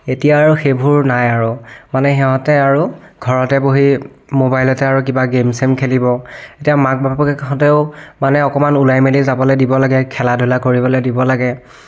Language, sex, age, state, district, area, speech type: Assamese, male, 18-30, Assam, Biswanath, rural, spontaneous